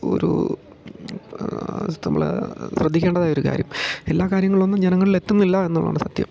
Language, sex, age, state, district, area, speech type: Malayalam, male, 30-45, Kerala, Idukki, rural, spontaneous